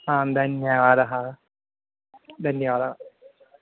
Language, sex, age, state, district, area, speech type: Sanskrit, male, 18-30, Kerala, Thiruvananthapuram, urban, conversation